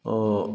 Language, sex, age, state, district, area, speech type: Hindi, male, 60+, Bihar, Samastipur, rural, spontaneous